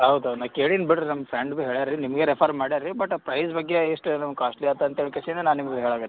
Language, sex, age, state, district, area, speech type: Kannada, male, 18-30, Karnataka, Gulbarga, urban, conversation